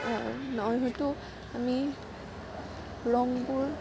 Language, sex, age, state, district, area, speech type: Assamese, female, 18-30, Assam, Kamrup Metropolitan, urban, spontaneous